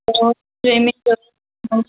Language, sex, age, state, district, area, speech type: Punjabi, female, 18-30, Punjab, Hoshiarpur, rural, conversation